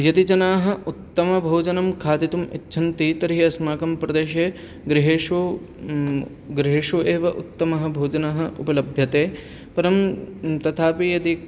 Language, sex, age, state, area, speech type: Sanskrit, male, 18-30, Haryana, urban, spontaneous